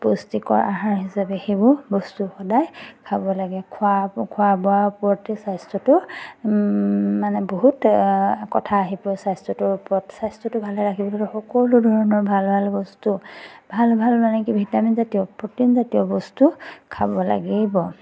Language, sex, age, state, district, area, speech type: Assamese, female, 30-45, Assam, Majuli, urban, spontaneous